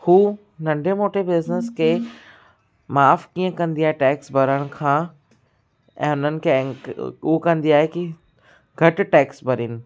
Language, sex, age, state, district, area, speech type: Sindhi, male, 18-30, Gujarat, Kutch, urban, spontaneous